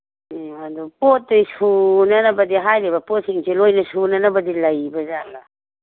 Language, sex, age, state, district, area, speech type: Manipuri, female, 45-60, Manipur, Imphal East, rural, conversation